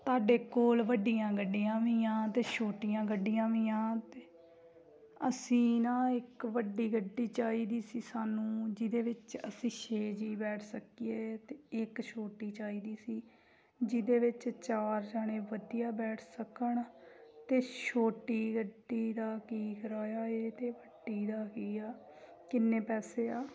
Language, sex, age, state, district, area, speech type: Punjabi, female, 18-30, Punjab, Tarn Taran, rural, spontaneous